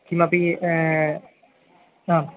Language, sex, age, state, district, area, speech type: Sanskrit, male, 18-30, Kerala, Thrissur, rural, conversation